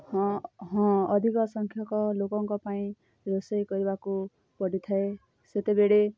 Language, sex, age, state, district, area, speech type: Odia, female, 30-45, Odisha, Kalahandi, rural, spontaneous